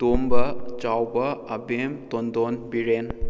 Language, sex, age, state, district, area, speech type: Manipuri, male, 18-30, Manipur, Kakching, rural, spontaneous